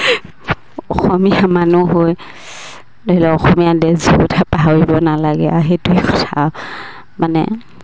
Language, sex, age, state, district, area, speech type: Assamese, female, 30-45, Assam, Dibrugarh, rural, spontaneous